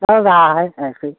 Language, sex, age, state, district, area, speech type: Hindi, male, 30-45, Uttar Pradesh, Prayagraj, urban, conversation